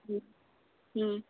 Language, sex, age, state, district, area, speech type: Santali, female, 30-45, West Bengal, Birbhum, rural, conversation